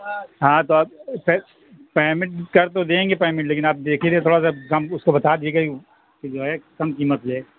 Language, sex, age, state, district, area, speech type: Urdu, male, 45-60, Bihar, Saharsa, rural, conversation